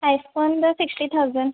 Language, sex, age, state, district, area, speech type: Kannada, female, 18-30, Karnataka, Belgaum, rural, conversation